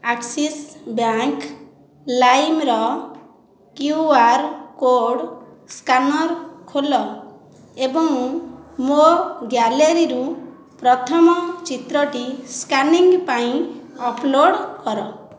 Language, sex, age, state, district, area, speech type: Odia, female, 30-45, Odisha, Khordha, rural, read